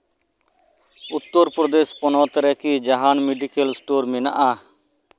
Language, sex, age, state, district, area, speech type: Santali, male, 30-45, West Bengal, Birbhum, rural, read